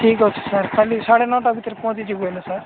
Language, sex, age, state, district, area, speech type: Odia, male, 45-60, Odisha, Nabarangpur, rural, conversation